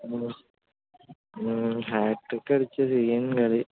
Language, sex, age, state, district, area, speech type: Malayalam, male, 18-30, Kerala, Palakkad, urban, conversation